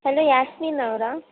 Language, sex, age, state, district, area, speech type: Kannada, female, 18-30, Karnataka, Gadag, rural, conversation